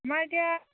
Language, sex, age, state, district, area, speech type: Assamese, female, 18-30, Assam, Sivasagar, rural, conversation